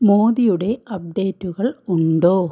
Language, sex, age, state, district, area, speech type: Malayalam, female, 30-45, Kerala, Kannur, urban, read